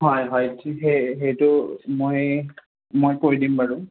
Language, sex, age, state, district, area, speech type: Assamese, male, 18-30, Assam, Udalguri, rural, conversation